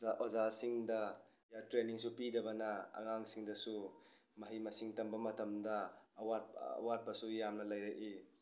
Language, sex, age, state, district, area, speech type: Manipuri, male, 30-45, Manipur, Tengnoupal, urban, spontaneous